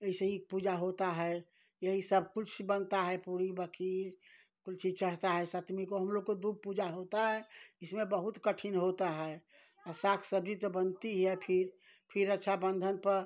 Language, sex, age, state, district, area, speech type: Hindi, female, 60+, Uttar Pradesh, Ghazipur, rural, spontaneous